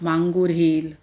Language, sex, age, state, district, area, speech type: Goan Konkani, female, 45-60, Goa, Murmgao, urban, spontaneous